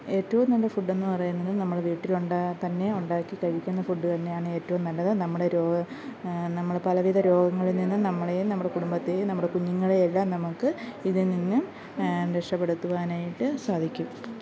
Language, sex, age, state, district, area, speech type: Malayalam, female, 30-45, Kerala, Alappuzha, rural, spontaneous